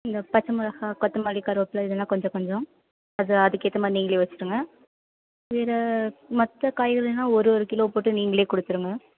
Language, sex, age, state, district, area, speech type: Tamil, female, 18-30, Tamil Nadu, Perambalur, rural, conversation